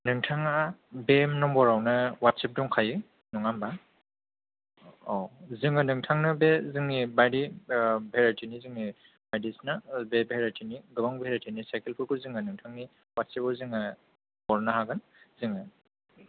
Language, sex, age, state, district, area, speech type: Bodo, male, 18-30, Assam, Kokrajhar, rural, conversation